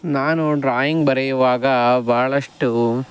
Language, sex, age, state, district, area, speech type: Kannada, male, 45-60, Karnataka, Bangalore Rural, rural, spontaneous